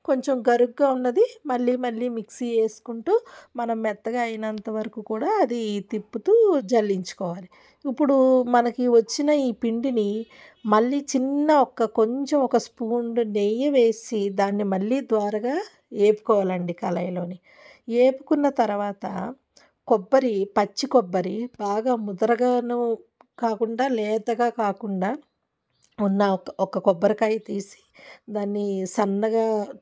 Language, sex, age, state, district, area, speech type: Telugu, female, 45-60, Andhra Pradesh, Alluri Sitarama Raju, rural, spontaneous